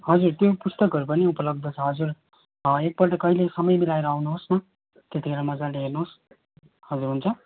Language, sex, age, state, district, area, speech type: Nepali, male, 18-30, West Bengal, Darjeeling, rural, conversation